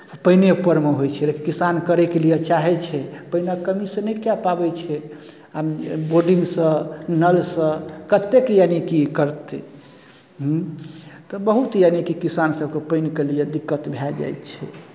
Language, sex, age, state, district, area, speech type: Maithili, male, 30-45, Bihar, Darbhanga, urban, spontaneous